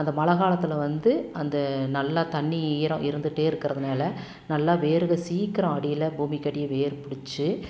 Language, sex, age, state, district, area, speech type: Tamil, female, 45-60, Tamil Nadu, Tiruppur, rural, spontaneous